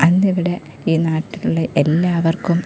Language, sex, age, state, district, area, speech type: Malayalam, female, 30-45, Kerala, Pathanamthitta, rural, spontaneous